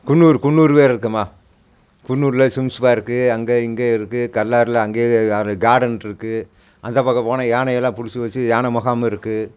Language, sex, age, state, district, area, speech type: Tamil, male, 45-60, Tamil Nadu, Coimbatore, rural, spontaneous